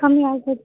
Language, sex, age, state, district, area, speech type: Kannada, female, 18-30, Karnataka, Bellary, urban, conversation